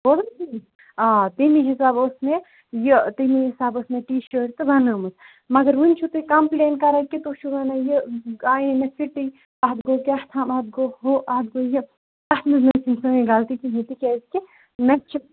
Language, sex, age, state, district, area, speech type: Kashmiri, female, 30-45, Jammu and Kashmir, Kupwara, rural, conversation